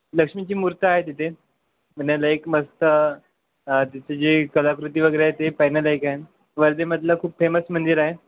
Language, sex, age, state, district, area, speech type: Marathi, male, 18-30, Maharashtra, Wardha, rural, conversation